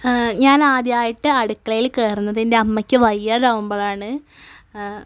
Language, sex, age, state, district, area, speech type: Malayalam, female, 18-30, Kerala, Malappuram, rural, spontaneous